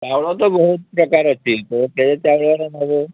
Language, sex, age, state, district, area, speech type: Odia, male, 45-60, Odisha, Mayurbhanj, rural, conversation